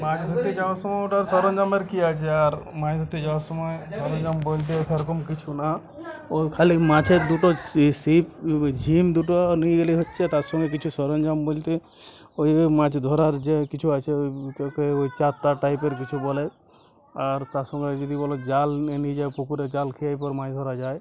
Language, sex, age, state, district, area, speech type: Bengali, male, 30-45, West Bengal, Uttar Dinajpur, rural, spontaneous